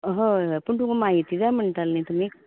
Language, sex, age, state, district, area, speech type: Goan Konkani, female, 60+, Goa, Canacona, rural, conversation